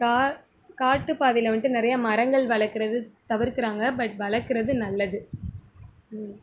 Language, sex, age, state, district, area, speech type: Tamil, female, 18-30, Tamil Nadu, Madurai, rural, spontaneous